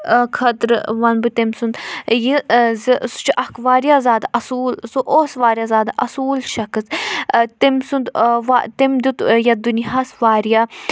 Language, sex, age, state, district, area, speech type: Kashmiri, female, 18-30, Jammu and Kashmir, Kulgam, urban, spontaneous